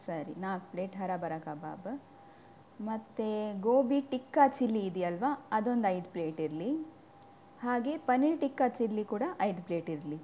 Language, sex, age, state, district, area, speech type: Kannada, female, 18-30, Karnataka, Udupi, rural, spontaneous